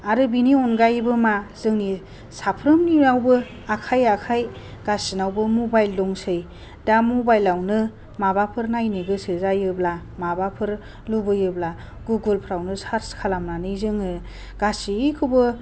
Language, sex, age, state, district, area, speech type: Bodo, female, 30-45, Assam, Kokrajhar, rural, spontaneous